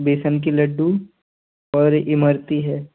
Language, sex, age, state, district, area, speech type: Hindi, male, 18-30, Madhya Pradesh, Gwalior, urban, conversation